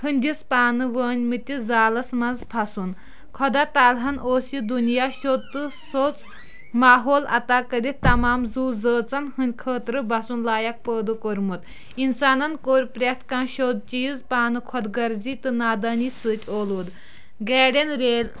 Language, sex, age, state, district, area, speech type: Kashmiri, female, 30-45, Jammu and Kashmir, Kulgam, rural, spontaneous